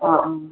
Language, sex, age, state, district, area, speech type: Malayalam, female, 30-45, Kerala, Palakkad, urban, conversation